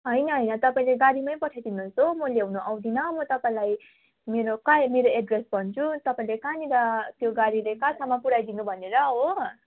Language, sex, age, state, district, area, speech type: Nepali, female, 18-30, West Bengal, Darjeeling, rural, conversation